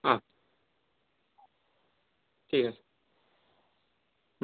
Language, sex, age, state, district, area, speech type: Bengali, male, 18-30, West Bengal, Birbhum, urban, conversation